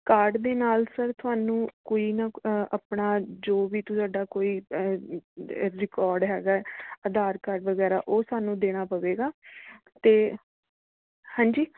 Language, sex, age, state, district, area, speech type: Punjabi, female, 30-45, Punjab, Rupnagar, urban, conversation